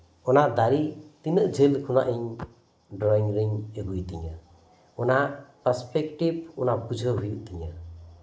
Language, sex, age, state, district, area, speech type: Santali, male, 45-60, West Bengal, Birbhum, rural, spontaneous